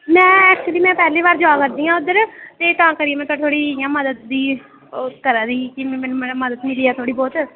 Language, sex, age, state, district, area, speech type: Dogri, female, 18-30, Jammu and Kashmir, Kathua, rural, conversation